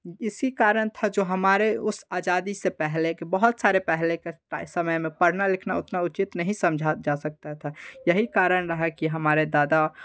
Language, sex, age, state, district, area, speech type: Hindi, male, 18-30, Bihar, Darbhanga, rural, spontaneous